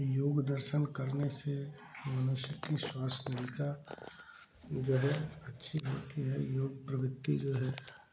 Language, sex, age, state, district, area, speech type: Hindi, male, 45-60, Uttar Pradesh, Chandauli, urban, spontaneous